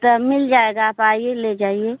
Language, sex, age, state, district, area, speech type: Hindi, female, 45-60, Uttar Pradesh, Mau, rural, conversation